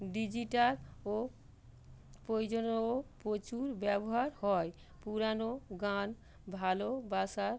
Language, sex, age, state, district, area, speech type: Bengali, female, 45-60, West Bengal, North 24 Parganas, urban, spontaneous